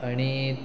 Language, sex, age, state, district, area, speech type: Goan Konkani, male, 30-45, Goa, Pernem, rural, spontaneous